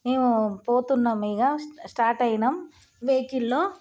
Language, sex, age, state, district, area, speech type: Telugu, female, 30-45, Telangana, Jagtial, rural, spontaneous